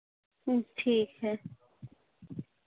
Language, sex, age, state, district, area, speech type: Hindi, female, 18-30, Uttar Pradesh, Azamgarh, urban, conversation